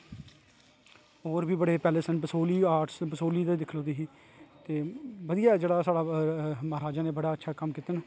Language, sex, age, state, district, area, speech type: Dogri, male, 30-45, Jammu and Kashmir, Kathua, urban, spontaneous